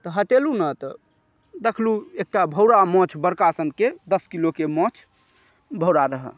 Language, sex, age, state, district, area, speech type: Maithili, male, 45-60, Bihar, Saharsa, urban, spontaneous